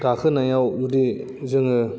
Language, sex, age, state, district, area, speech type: Bodo, male, 30-45, Assam, Kokrajhar, rural, spontaneous